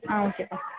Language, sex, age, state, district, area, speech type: Tamil, female, 18-30, Tamil Nadu, Tiruvarur, rural, conversation